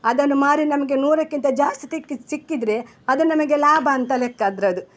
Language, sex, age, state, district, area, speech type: Kannada, female, 60+, Karnataka, Udupi, rural, spontaneous